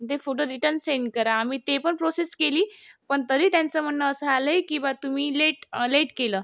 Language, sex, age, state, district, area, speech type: Marathi, female, 18-30, Maharashtra, Yavatmal, rural, spontaneous